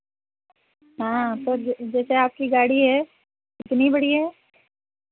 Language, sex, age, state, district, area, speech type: Hindi, female, 60+, Uttar Pradesh, Sitapur, rural, conversation